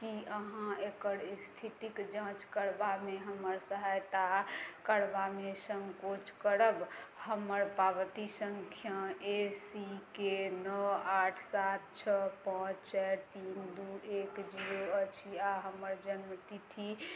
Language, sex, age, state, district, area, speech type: Maithili, female, 30-45, Bihar, Madhubani, rural, read